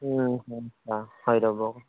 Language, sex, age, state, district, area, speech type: Assamese, male, 30-45, Assam, Barpeta, rural, conversation